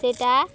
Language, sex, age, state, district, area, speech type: Odia, female, 18-30, Odisha, Nuapada, rural, spontaneous